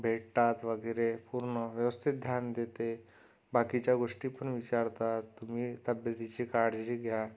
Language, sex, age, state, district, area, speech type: Marathi, male, 18-30, Maharashtra, Amravati, urban, spontaneous